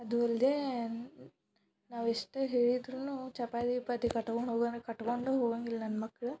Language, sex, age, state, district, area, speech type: Kannada, female, 18-30, Karnataka, Dharwad, urban, spontaneous